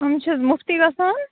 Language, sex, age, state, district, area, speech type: Kashmiri, female, 18-30, Jammu and Kashmir, Kupwara, urban, conversation